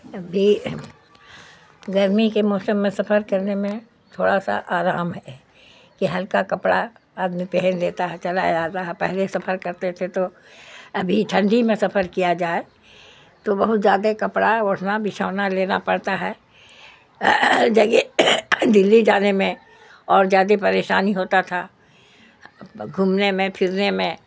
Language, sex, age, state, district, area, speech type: Urdu, female, 60+, Bihar, Khagaria, rural, spontaneous